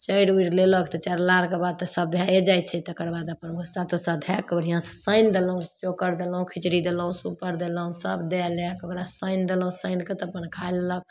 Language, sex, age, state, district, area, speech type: Maithili, female, 30-45, Bihar, Samastipur, rural, spontaneous